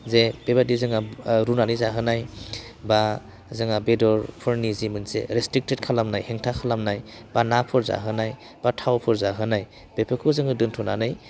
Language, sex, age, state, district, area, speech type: Bodo, male, 30-45, Assam, Udalguri, urban, spontaneous